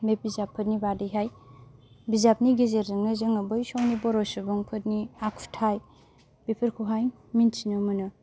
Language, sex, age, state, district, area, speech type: Bodo, female, 30-45, Assam, Kokrajhar, rural, spontaneous